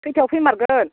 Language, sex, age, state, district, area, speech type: Bodo, female, 45-60, Assam, Chirang, rural, conversation